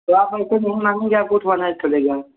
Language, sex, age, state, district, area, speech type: Hindi, male, 18-30, Uttar Pradesh, Mirzapur, rural, conversation